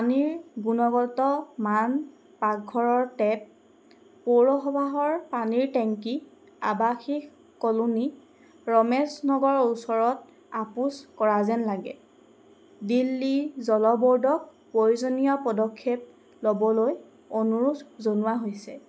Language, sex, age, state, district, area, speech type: Assamese, female, 18-30, Assam, Golaghat, urban, read